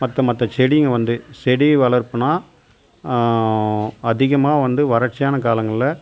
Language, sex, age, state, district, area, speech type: Tamil, male, 45-60, Tamil Nadu, Tiruvannamalai, rural, spontaneous